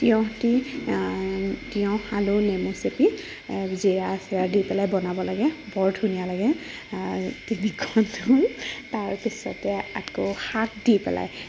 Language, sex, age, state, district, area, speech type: Assamese, female, 30-45, Assam, Nagaon, rural, spontaneous